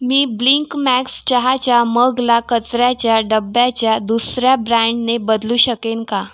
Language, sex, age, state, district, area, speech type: Marathi, female, 18-30, Maharashtra, Washim, rural, read